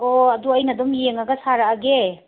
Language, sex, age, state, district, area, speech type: Manipuri, female, 30-45, Manipur, Imphal West, urban, conversation